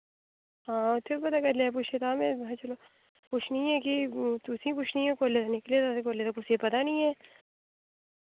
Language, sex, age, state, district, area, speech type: Dogri, female, 30-45, Jammu and Kashmir, Udhampur, rural, conversation